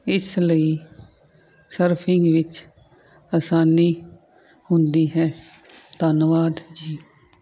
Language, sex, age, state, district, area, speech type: Punjabi, female, 30-45, Punjab, Fazilka, rural, spontaneous